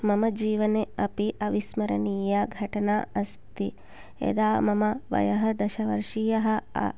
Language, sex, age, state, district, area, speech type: Sanskrit, female, 30-45, Telangana, Hyderabad, rural, spontaneous